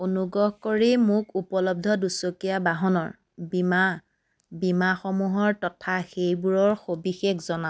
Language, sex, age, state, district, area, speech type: Assamese, female, 30-45, Assam, Biswanath, rural, read